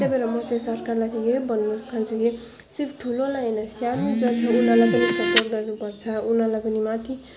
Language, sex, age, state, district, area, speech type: Nepali, female, 18-30, West Bengal, Alipurduar, urban, spontaneous